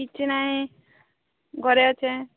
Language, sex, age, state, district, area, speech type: Odia, female, 18-30, Odisha, Subarnapur, urban, conversation